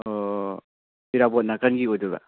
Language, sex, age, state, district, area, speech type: Manipuri, male, 18-30, Manipur, Kangpokpi, urban, conversation